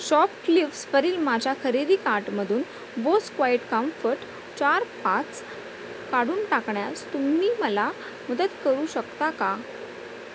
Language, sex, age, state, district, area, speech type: Marathi, female, 45-60, Maharashtra, Thane, rural, read